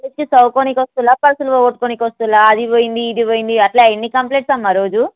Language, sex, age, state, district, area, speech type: Telugu, female, 18-30, Telangana, Hyderabad, rural, conversation